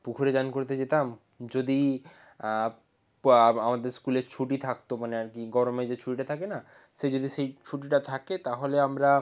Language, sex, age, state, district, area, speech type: Bengali, male, 60+, West Bengal, Nadia, rural, spontaneous